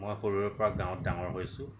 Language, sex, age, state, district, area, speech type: Assamese, male, 45-60, Assam, Nagaon, rural, spontaneous